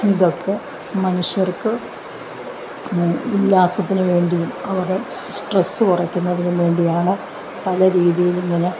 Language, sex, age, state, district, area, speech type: Malayalam, female, 45-60, Kerala, Alappuzha, urban, spontaneous